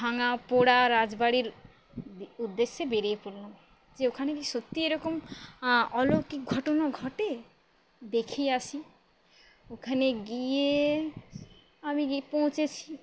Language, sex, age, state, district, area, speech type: Bengali, female, 18-30, West Bengal, Uttar Dinajpur, urban, spontaneous